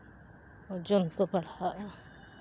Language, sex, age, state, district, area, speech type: Santali, female, 30-45, West Bengal, Uttar Dinajpur, rural, spontaneous